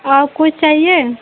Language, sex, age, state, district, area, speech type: Hindi, female, 30-45, Uttar Pradesh, Mau, rural, conversation